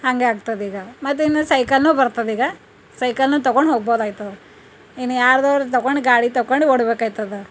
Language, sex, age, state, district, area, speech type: Kannada, female, 30-45, Karnataka, Bidar, rural, spontaneous